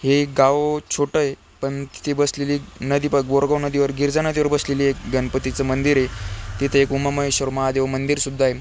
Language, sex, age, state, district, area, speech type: Marathi, male, 18-30, Maharashtra, Aurangabad, rural, spontaneous